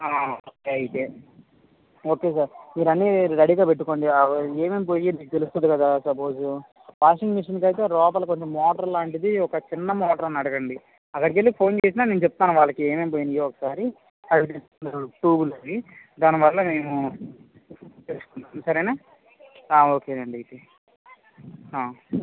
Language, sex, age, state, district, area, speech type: Telugu, male, 18-30, Andhra Pradesh, Srikakulam, urban, conversation